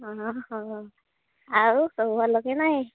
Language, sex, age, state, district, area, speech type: Odia, female, 45-60, Odisha, Angul, rural, conversation